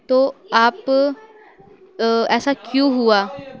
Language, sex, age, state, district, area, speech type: Urdu, female, 18-30, Uttar Pradesh, Mau, urban, spontaneous